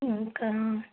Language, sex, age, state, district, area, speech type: Telugu, female, 18-30, Andhra Pradesh, Kakinada, rural, conversation